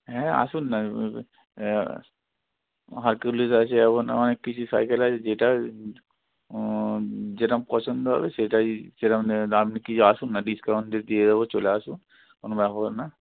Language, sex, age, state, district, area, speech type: Bengali, male, 45-60, West Bengal, Hooghly, rural, conversation